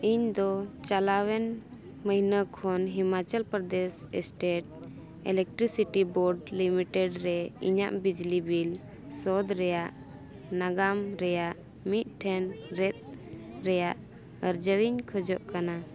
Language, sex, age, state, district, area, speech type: Santali, female, 18-30, Jharkhand, Bokaro, rural, read